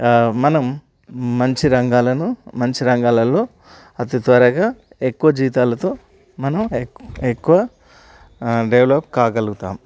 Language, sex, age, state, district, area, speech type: Telugu, male, 30-45, Telangana, Karimnagar, rural, spontaneous